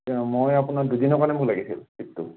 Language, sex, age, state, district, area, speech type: Assamese, male, 45-60, Assam, Morigaon, rural, conversation